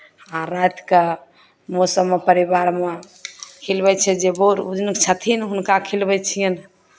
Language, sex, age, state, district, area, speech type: Maithili, female, 30-45, Bihar, Begusarai, rural, spontaneous